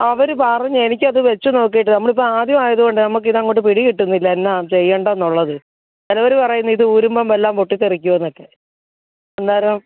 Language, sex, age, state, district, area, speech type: Malayalam, female, 30-45, Kerala, Alappuzha, rural, conversation